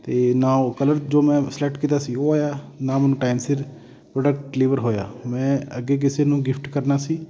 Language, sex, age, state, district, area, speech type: Punjabi, male, 30-45, Punjab, Amritsar, urban, spontaneous